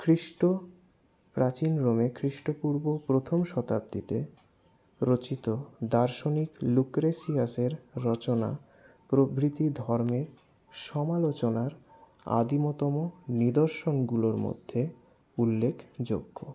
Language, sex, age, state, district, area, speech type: Bengali, male, 60+, West Bengal, Paschim Bardhaman, urban, spontaneous